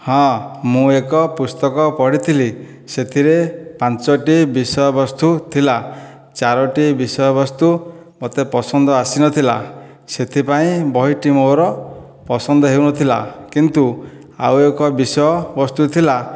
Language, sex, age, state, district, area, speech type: Odia, male, 60+, Odisha, Dhenkanal, rural, spontaneous